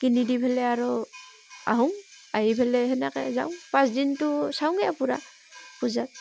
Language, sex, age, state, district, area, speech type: Assamese, female, 30-45, Assam, Barpeta, rural, spontaneous